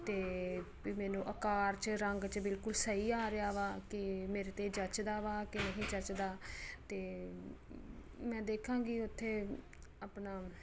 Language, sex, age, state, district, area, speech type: Punjabi, female, 30-45, Punjab, Ludhiana, urban, spontaneous